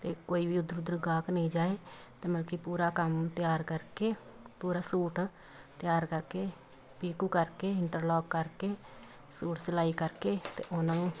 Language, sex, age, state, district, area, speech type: Punjabi, female, 30-45, Punjab, Pathankot, rural, spontaneous